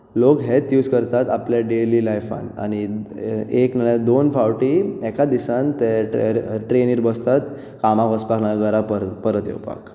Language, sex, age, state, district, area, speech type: Goan Konkani, male, 18-30, Goa, Bardez, urban, spontaneous